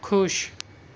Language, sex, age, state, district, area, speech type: Urdu, male, 60+, Maharashtra, Nashik, urban, read